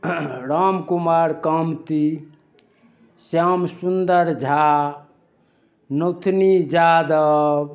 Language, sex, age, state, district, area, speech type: Maithili, male, 60+, Bihar, Darbhanga, rural, spontaneous